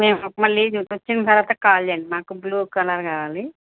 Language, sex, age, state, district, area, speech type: Telugu, female, 30-45, Telangana, Medak, urban, conversation